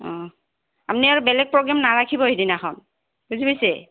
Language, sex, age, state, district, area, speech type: Assamese, female, 60+, Assam, Goalpara, urban, conversation